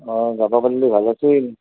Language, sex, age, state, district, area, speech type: Assamese, male, 60+, Assam, Nalbari, rural, conversation